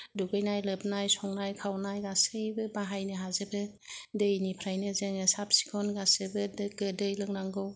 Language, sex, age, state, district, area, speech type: Bodo, female, 45-60, Assam, Kokrajhar, rural, spontaneous